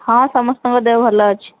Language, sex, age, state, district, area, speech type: Odia, female, 30-45, Odisha, Sambalpur, rural, conversation